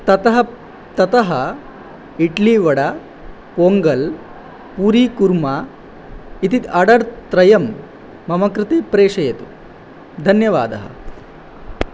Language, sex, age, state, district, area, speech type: Sanskrit, male, 18-30, Odisha, Angul, rural, spontaneous